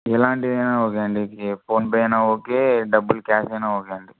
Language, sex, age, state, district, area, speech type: Telugu, male, 18-30, Andhra Pradesh, Anantapur, urban, conversation